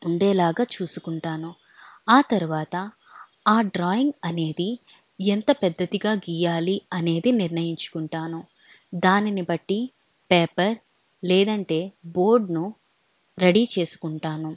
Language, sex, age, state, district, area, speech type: Telugu, female, 18-30, Andhra Pradesh, Alluri Sitarama Raju, urban, spontaneous